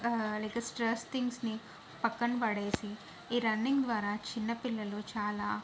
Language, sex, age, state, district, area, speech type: Telugu, female, 30-45, Andhra Pradesh, N T Rama Rao, urban, spontaneous